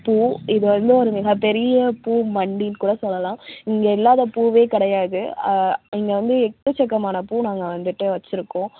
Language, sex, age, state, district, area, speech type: Tamil, female, 45-60, Tamil Nadu, Tiruvarur, rural, conversation